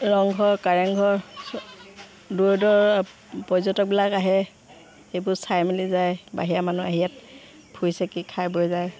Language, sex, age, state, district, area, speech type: Assamese, female, 45-60, Assam, Sivasagar, rural, spontaneous